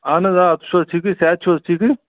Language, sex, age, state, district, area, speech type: Kashmiri, male, 30-45, Jammu and Kashmir, Srinagar, urban, conversation